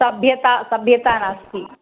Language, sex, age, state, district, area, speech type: Sanskrit, female, 45-60, Tamil Nadu, Chennai, urban, conversation